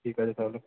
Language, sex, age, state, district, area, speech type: Bengali, male, 18-30, West Bengal, South 24 Parganas, rural, conversation